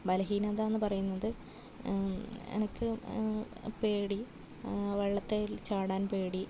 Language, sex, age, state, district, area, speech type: Malayalam, female, 30-45, Kerala, Kasaragod, rural, spontaneous